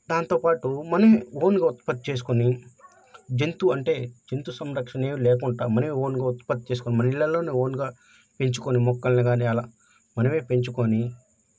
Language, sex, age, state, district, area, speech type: Telugu, male, 18-30, Andhra Pradesh, Nellore, rural, spontaneous